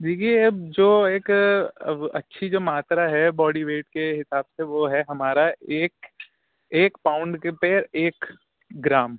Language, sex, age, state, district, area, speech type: Urdu, male, 18-30, Uttar Pradesh, Rampur, urban, conversation